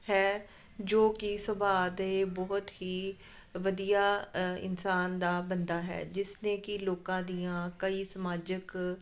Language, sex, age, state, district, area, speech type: Punjabi, female, 30-45, Punjab, Amritsar, rural, spontaneous